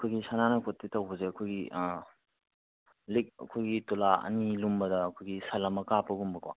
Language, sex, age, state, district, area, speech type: Manipuri, male, 30-45, Manipur, Kangpokpi, urban, conversation